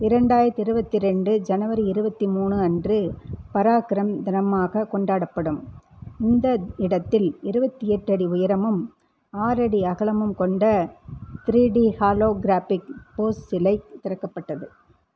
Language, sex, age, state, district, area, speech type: Tamil, female, 60+, Tamil Nadu, Erode, urban, read